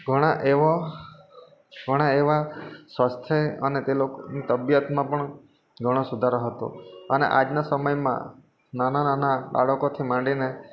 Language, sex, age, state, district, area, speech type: Gujarati, male, 30-45, Gujarat, Surat, urban, spontaneous